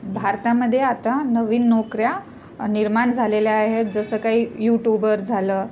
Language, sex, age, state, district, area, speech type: Marathi, female, 30-45, Maharashtra, Nagpur, urban, spontaneous